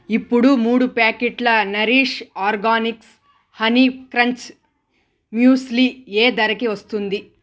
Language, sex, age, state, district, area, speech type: Telugu, female, 30-45, Andhra Pradesh, Sri Balaji, urban, read